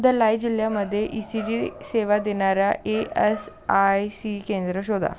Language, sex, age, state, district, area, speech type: Marathi, female, 18-30, Maharashtra, Mumbai Suburban, urban, read